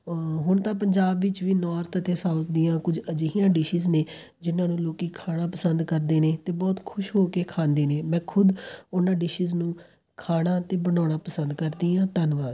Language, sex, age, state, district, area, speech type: Punjabi, female, 30-45, Punjab, Tarn Taran, urban, spontaneous